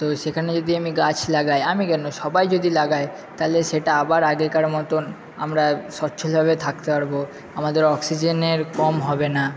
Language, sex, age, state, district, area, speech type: Bengali, male, 30-45, West Bengal, Purba Bardhaman, urban, spontaneous